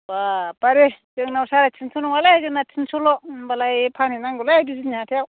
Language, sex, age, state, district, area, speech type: Bodo, female, 45-60, Assam, Chirang, rural, conversation